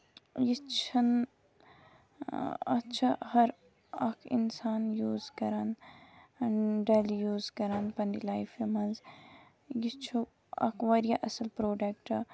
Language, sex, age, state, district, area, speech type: Kashmiri, female, 18-30, Jammu and Kashmir, Kupwara, rural, spontaneous